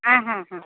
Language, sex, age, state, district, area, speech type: Bengali, female, 45-60, West Bengal, Uttar Dinajpur, rural, conversation